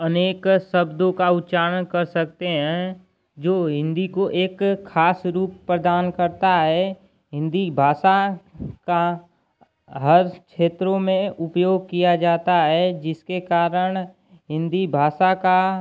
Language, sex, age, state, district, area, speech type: Hindi, male, 18-30, Uttar Pradesh, Ghazipur, rural, spontaneous